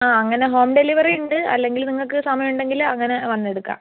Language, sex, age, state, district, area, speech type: Malayalam, female, 18-30, Kerala, Kozhikode, rural, conversation